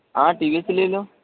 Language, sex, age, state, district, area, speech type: Urdu, male, 18-30, Uttar Pradesh, Siddharthnagar, rural, conversation